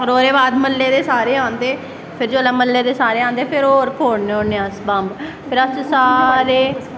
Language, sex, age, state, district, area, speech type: Dogri, female, 18-30, Jammu and Kashmir, Samba, rural, spontaneous